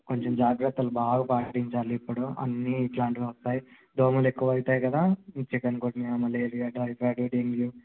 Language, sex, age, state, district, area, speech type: Telugu, male, 18-30, Andhra Pradesh, Krishna, urban, conversation